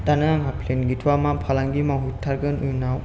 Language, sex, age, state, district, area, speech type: Bodo, male, 18-30, Assam, Chirang, rural, spontaneous